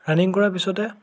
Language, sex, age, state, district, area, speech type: Assamese, male, 18-30, Assam, Biswanath, rural, spontaneous